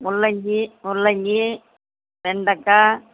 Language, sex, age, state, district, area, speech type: Tamil, female, 60+, Tamil Nadu, Erode, urban, conversation